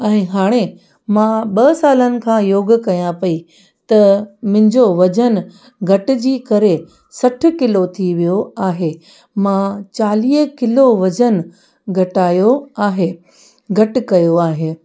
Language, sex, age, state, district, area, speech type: Sindhi, female, 30-45, Gujarat, Kutch, rural, spontaneous